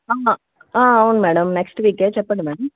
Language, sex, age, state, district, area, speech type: Telugu, female, 60+, Andhra Pradesh, Sri Balaji, urban, conversation